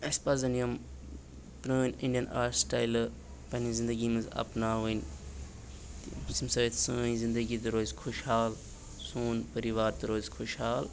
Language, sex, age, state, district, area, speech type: Kashmiri, male, 18-30, Jammu and Kashmir, Baramulla, urban, spontaneous